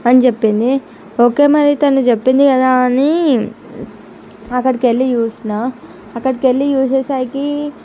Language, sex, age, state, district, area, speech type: Telugu, female, 45-60, Andhra Pradesh, Visakhapatnam, urban, spontaneous